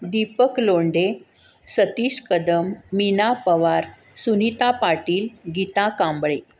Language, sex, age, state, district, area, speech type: Marathi, female, 45-60, Maharashtra, Sangli, urban, spontaneous